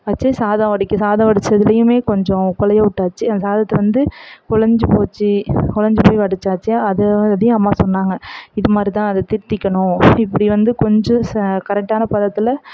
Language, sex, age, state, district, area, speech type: Tamil, female, 45-60, Tamil Nadu, Perambalur, rural, spontaneous